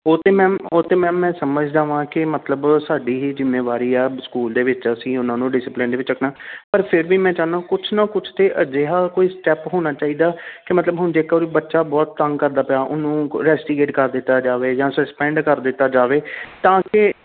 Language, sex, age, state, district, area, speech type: Punjabi, male, 30-45, Punjab, Amritsar, urban, conversation